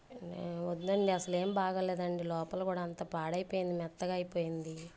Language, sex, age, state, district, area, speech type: Telugu, female, 30-45, Andhra Pradesh, Bapatla, urban, spontaneous